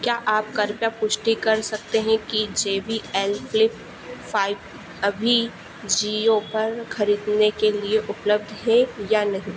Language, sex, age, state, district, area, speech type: Hindi, female, 18-30, Madhya Pradesh, Harda, rural, read